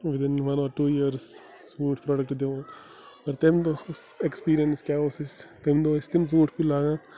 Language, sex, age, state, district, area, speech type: Kashmiri, male, 30-45, Jammu and Kashmir, Bandipora, rural, spontaneous